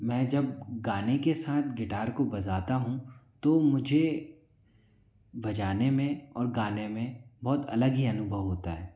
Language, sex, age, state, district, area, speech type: Hindi, male, 45-60, Madhya Pradesh, Bhopal, urban, spontaneous